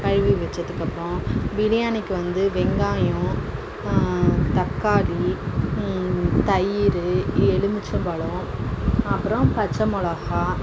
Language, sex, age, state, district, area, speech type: Tamil, female, 45-60, Tamil Nadu, Mayiladuthurai, rural, spontaneous